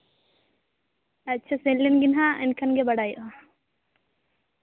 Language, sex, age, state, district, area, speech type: Santali, female, 18-30, Jharkhand, Seraikela Kharsawan, rural, conversation